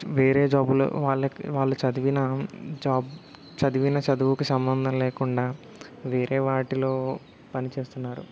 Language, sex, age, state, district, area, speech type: Telugu, male, 18-30, Telangana, Peddapalli, rural, spontaneous